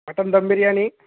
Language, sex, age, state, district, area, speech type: Telugu, male, 18-30, Andhra Pradesh, Srikakulam, urban, conversation